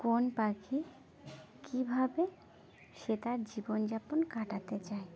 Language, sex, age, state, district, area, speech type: Bengali, female, 18-30, West Bengal, Birbhum, urban, spontaneous